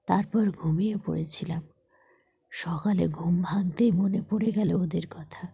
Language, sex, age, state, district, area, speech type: Bengali, female, 45-60, West Bengal, Dakshin Dinajpur, urban, spontaneous